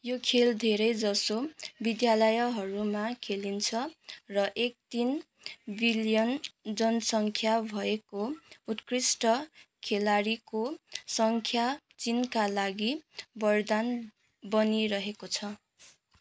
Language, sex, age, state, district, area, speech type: Nepali, female, 18-30, West Bengal, Kalimpong, rural, read